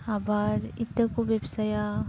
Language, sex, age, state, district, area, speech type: Santali, female, 30-45, West Bengal, Paschim Bardhaman, rural, spontaneous